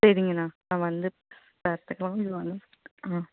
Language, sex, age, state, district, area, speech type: Tamil, female, 18-30, Tamil Nadu, Tiruvannamalai, rural, conversation